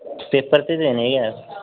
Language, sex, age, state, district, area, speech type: Dogri, male, 18-30, Jammu and Kashmir, Samba, rural, conversation